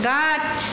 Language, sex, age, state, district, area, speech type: Bengali, female, 45-60, West Bengal, Paschim Medinipur, rural, read